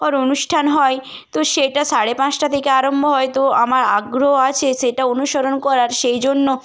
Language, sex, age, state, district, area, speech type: Bengali, female, 18-30, West Bengal, North 24 Parganas, rural, spontaneous